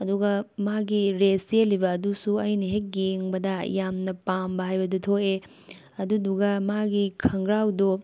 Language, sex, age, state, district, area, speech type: Manipuri, female, 30-45, Manipur, Tengnoupal, urban, spontaneous